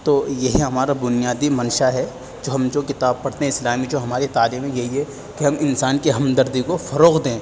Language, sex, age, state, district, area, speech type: Urdu, male, 18-30, Delhi, East Delhi, rural, spontaneous